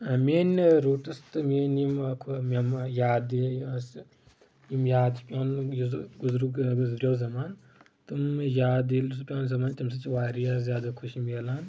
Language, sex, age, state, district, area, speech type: Kashmiri, male, 18-30, Jammu and Kashmir, Kulgam, rural, spontaneous